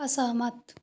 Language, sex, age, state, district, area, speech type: Hindi, female, 18-30, Uttar Pradesh, Ghazipur, urban, read